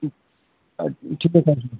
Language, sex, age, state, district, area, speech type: Kashmiri, male, 45-60, Jammu and Kashmir, Srinagar, urban, conversation